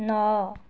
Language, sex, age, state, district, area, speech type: Odia, female, 60+, Odisha, Kendujhar, urban, read